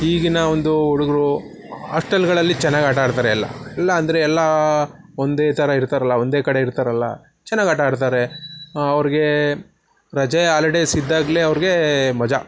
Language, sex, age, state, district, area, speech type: Kannada, male, 30-45, Karnataka, Mysore, rural, spontaneous